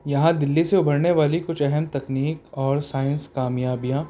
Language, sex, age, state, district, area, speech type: Urdu, male, 18-30, Delhi, North East Delhi, urban, spontaneous